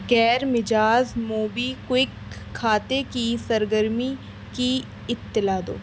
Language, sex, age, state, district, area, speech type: Urdu, female, 18-30, Delhi, East Delhi, urban, read